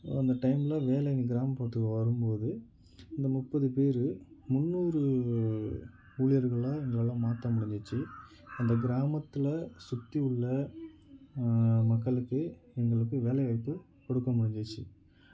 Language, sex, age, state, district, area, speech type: Tamil, male, 30-45, Tamil Nadu, Tiruvarur, rural, spontaneous